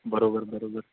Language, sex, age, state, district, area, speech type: Marathi, male, 18-30, Maharashtra, Ratnagiri, rural, conversation